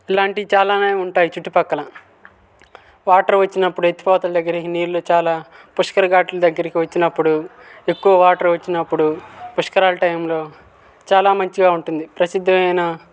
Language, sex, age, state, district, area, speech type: Telugu, male, 18-30, Andhra Pradesh, Guntur, urban, spontaneous